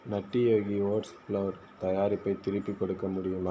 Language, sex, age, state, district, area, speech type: Tamil, male, 18-30, Tamil Nadu, Viluppuram, rural, read